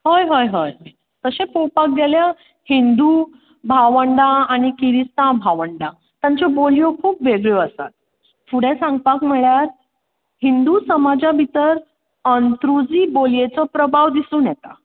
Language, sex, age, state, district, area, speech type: Goan Konkani, female, 45-60, Goa, Tiswadi, rural, conversation